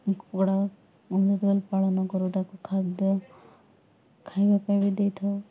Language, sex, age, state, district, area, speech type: Odia, female, 18-30, Odisha, Nabarangpur, urban, spontaneous